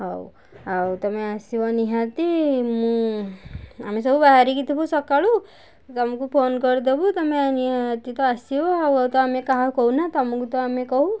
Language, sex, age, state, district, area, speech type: Odia, female, 60+, Odisha, Kendujhar, urban, spontaneous